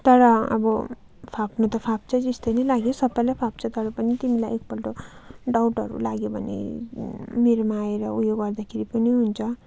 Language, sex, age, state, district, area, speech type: Nepali, female, 18-30, West Bengal, Darjeeling, rural, spontaneous